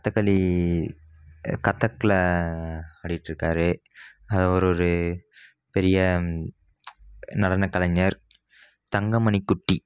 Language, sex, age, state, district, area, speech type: Tamil, male, 18-30, Tamil Nadu, Krishnagiri, rural, spontaneous